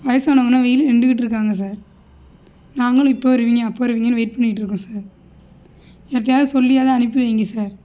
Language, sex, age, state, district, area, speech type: Tamil, female, 18-30, Tamil Nadu, Sivaganga, rural, spontaneous